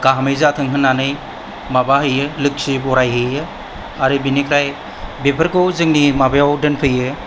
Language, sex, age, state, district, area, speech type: Bodo, male, 45-60, Assam, Kokrajhar, rural, spontaneous